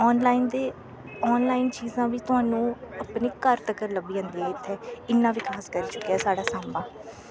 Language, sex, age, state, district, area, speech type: Dogri, female, 18-30, Jammu and Kashmir, Samba, urban, spontaneous